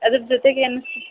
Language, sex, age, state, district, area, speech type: Kannada, female, 18-30, Karnataka, Chamarajanagar, rural, conversation